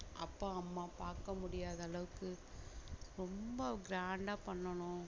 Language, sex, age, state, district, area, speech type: Tamil, female, 60+, Tamil Nadu, Mayiladuthurai, rural, spontaneous